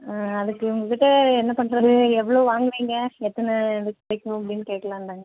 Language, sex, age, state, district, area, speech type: Tamil, female, 45-60, Tamil Nadu, Nilgiris, rural, conversation